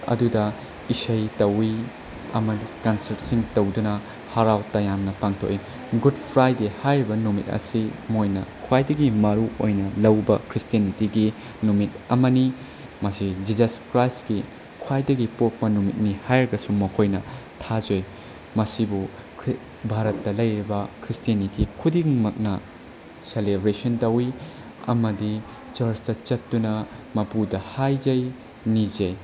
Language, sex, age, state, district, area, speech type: Manipuri, male, 18-30, Manipur, Bishnupur, rural, spontaneous